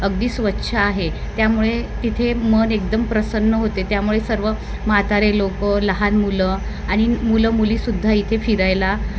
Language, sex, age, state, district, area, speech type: Marathi, female, 30-45, Maharashtra, Wardha, rural, spontaneous